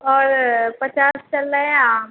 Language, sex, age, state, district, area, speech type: Hindi, female, 18-30, Madhya Pradesh, Jabalpur, urban, conversation